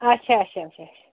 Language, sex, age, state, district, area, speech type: Kashmiri, female, 18-30, Jammu and Kashmir, Kupwara, rural, conversation